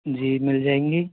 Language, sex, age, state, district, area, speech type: Hindi, male, 18-30, Rajasthan, Jodhpur, rural, conversation